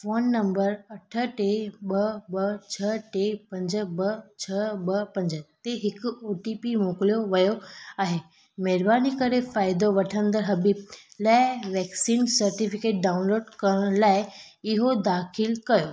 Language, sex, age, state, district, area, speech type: Sindhi, female, 18-30, Gujarat, Surat, urban, read